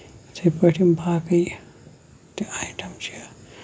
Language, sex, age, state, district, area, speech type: Kashmiri, male, 18-30, Jammu and Kashmir, Shopian, rural, spontaneous